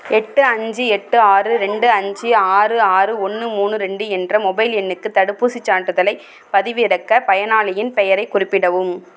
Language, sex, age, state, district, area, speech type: Tamil, female, 18-30, Tamil Nadu, Mayiladuthurai, rural, read